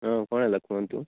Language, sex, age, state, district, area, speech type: Odia, male, 30-45, Odisha, Nabarangpur, urban, conversation